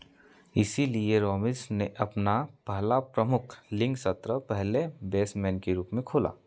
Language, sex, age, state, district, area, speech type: Hindi, male, 30-45, Madhya Pradesh, Seoni, rural, read